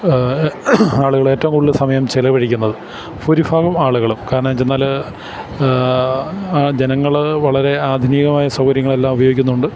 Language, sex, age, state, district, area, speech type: Malayalam, male, 45-60, Kerala, Kottayam, urban, spontaneous